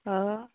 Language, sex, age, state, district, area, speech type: Goan Konkani, female, 18-30, Goa, Canacona, rural, conversation